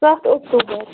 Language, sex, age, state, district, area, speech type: Kashmiri, female, 30-45, Jammu and Kashmir, Budgam, rural, conversation